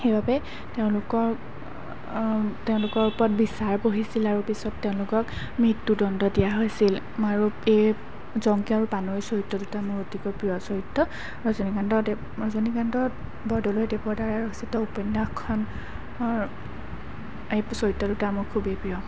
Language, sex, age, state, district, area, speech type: Assamese, female, 18-30, Assam, Golaghat, urban, spontaneous